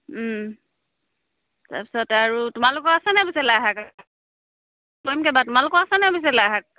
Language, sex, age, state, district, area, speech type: Assamese, female, 30-45, Assam, Sivasagar, rural, conversation